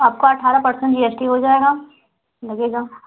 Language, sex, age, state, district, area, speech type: Hindi, female, 18-30, Uttar Pradesh, Jaunpur, urban, conversation